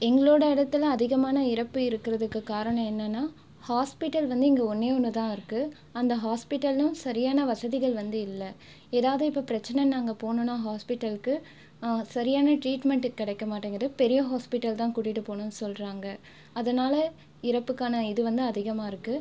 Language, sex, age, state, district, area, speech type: Tamil, female, 18-30, Tamil Nadu, Cuddalore, urban, spontaneous